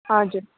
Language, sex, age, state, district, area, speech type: Nepali, female, 30-45, West Bengal, Jalpaiguri, urban, conversation